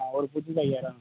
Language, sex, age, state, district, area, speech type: Tamil, male, 18-30, Tamil Nadu, Tenkasi, urban, conversation